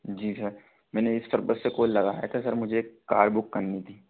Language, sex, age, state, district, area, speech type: Hindi, male, 18-30, Madhya Pradesh, Bhopal, urban, conversation